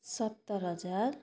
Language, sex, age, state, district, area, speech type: Nepali, female, 45-60, West Bengal, Darjeeling, rural, spontaneous